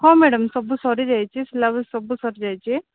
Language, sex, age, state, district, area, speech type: Odia, female, 18-30, Odisha, Koraput, urban, conversation